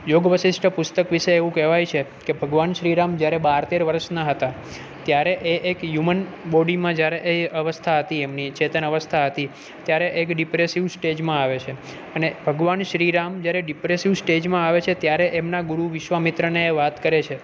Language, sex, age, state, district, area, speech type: Gujarati, male, 30-45, Gujarat, Junagadh, urban, spontaneous